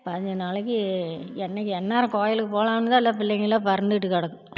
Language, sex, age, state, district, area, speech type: Tamil, female, 60+, Tamil Nadu, Namakkal, rural, spontaneous